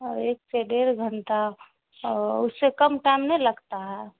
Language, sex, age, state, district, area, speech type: Urdu, female, 18-30, Bihar, Saharsa, rural, conversation